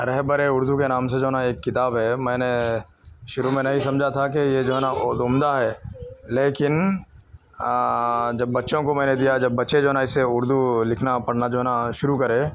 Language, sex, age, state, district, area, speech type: Urdu, male, 45-60, Telangana, Hyderabad, urban, spontaneous